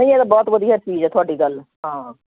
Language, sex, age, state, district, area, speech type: Punjabi, female, 45-60, Punjab, Jalandhar, urban, conversation